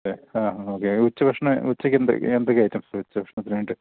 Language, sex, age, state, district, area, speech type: Malayalam, male, 45-60, Kerala, Idukki, rural, conversation